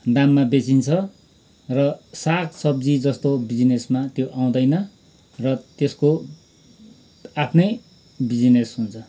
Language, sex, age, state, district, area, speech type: Nepali, male, 45-60, West Bengal, Kalimpong, rural, spontaneous